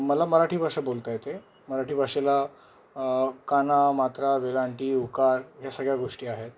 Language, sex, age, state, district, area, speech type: Marathi, male, 30-45, Maharashtra, Nanded, rural, spontaneous